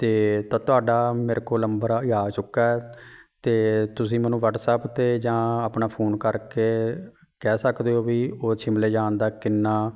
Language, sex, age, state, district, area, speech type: Punjabi, male, 30-45, Punjab, Fatehgarh Sahib, urban, spontaneous